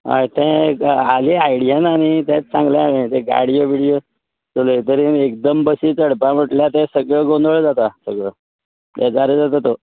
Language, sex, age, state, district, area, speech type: Goan Konkani, male, 30-45, Goa, Canacona, rural, conversation